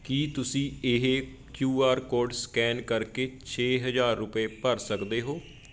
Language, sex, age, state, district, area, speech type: Punjabi, male, 30-45, Punjab, Patiala, urban, read